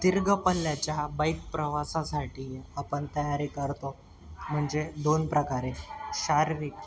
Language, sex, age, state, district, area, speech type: Marathi, male, 18-30, Maharashtra, Nanded, rural, spontaneous